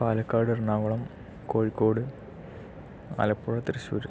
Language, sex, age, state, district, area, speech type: Malayalam, male, 18-30, Kerala, Palakkad, rural, spontaneous